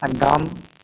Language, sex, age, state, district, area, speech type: Maithili, male, 45-60, Bihar, Supaul, rural, conversation